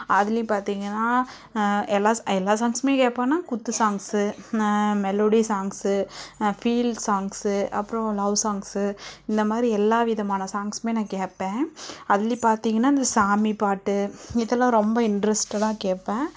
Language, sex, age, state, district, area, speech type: Tamil, female, 18-30, Tamil Nadu, Namakkal, rural, spontaneous